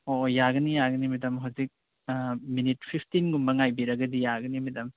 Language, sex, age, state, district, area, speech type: Manipuri, male, 30-45, Manipur, Chandel, rural, conversation